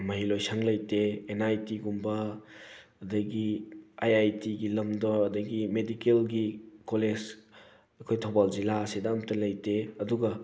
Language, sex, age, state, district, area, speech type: Manipuri, male, 18-30, Manipur, Thoubal, rural, spontaneous